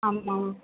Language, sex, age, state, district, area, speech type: Tamil, female, 18-30, Tamil Nadu, Tiruvallur, urban, conversation